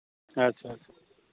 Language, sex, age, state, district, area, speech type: Santali, male, 45-60, Jharkhand, East Singhbhum, rural, conversation